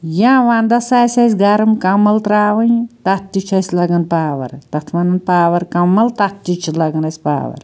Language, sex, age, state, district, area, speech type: Kashmiri, female, 45-60, Jammu and Kashmir, Anantnag, rural, spontaneous